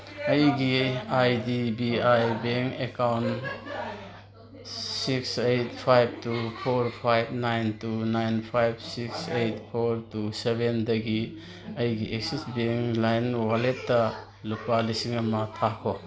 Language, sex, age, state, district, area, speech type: Manipuri, male, 45-60, Manipur, Kangpokpi, urban, read